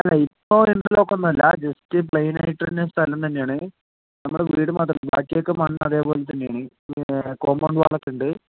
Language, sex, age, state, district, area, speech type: Malayalam, male, 18-30, Kerala, Palakkad, rural, conversation